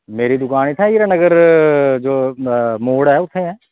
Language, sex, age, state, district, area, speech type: Dogri, male, 45-60, Jammu and Kashmir, Kathua, urban, conversation